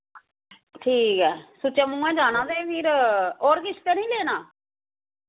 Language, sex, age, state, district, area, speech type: Dogri, female, 45-60, Jammu and Kashmir, Samba, rural, conversation